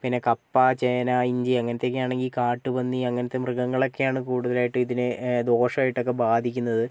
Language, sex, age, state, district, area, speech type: Malayalam, male, 30-45, Kerala, Wayanad, rural, spontaneous